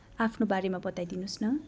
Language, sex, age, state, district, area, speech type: Nepali, female, 60+, West Bengal, Alipurduar, urban, spontaneous